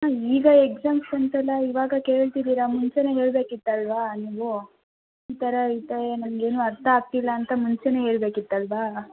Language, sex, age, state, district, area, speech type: Kannada, female, 18-30, Karnataka, Kolar, rural, conversation